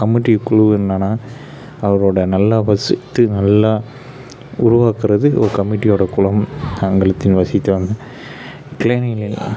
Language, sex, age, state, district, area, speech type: Tamil, male, 18-30, Tamil Nadu, Kallakurichi, urban, spontaneous